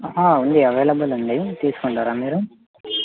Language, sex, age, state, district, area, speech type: Telugu, male, 18-30, Telangana, Mancherial, urban, conversation